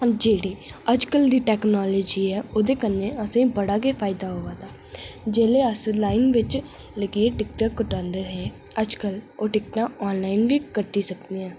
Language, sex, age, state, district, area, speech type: Dogri, female, 18-30, Jammu and Kashmir, Reasi, urban, spontaneous